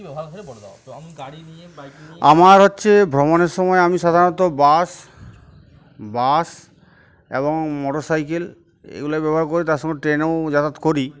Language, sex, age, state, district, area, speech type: Bengali, male, 45-60, West Bengal, Uttar Dinajpur, urban, spontaneous